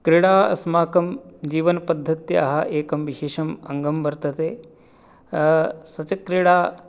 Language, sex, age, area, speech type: Sanskrit, male, 30-45, urban, spontaneous